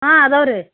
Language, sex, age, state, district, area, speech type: Kannada, female, 45-60, Karnataka, Gadag, rural, conversation